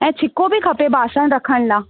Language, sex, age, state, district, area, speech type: Sindhi, female, 18-30, Rajasthan, Ajmer, urban, conversation